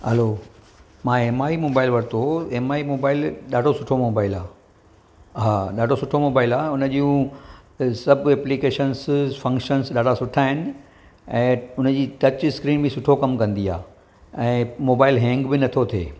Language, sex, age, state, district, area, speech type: Sindhi, male, 45-60, Maharashtra, Thane, urban, spontaneous